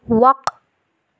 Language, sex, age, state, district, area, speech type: Kashmiri, female, 18-30, Jammu and Kashmir, Kulgam, urban, read